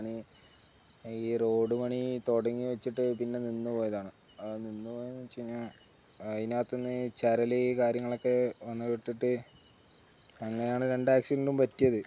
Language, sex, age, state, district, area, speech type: Malayalam, male, 18-30, Kerala, Wayanad, rural, spontaneous